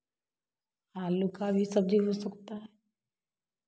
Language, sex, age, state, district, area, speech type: Hindi, female, 30-45, Bihar, Samastipur, rural, spontaneous